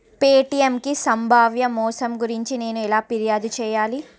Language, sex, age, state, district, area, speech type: Telugu, female, 30-45, Andhra Pradesh, Srikakulam, urban, read